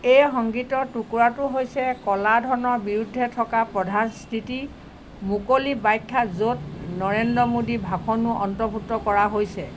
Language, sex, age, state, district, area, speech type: Assamese, female, 45-60, Assam, Sivasagar, rural, read